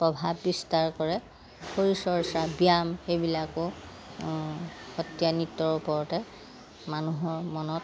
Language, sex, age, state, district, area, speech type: Assamese, male, 60+, Assam, Majuli, urban, spontaneous